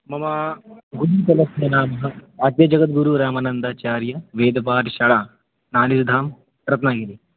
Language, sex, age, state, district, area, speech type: Sanskrit, male, 18-30, Maharashtra, Buldhana, urban, conversation